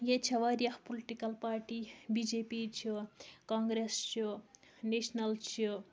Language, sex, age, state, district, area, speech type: Kashmiri, female, 60+, Jammu and Kashmir, Baramulla, rural, spontaneous